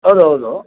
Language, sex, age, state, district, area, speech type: Kannada, male, 18-30, Karnataka, Mandya, urban, conversation